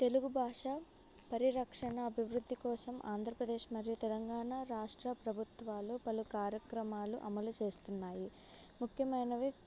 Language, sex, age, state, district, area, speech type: Telugu, female, 18-30, Telangana, Sangareddy, rural, spontaneous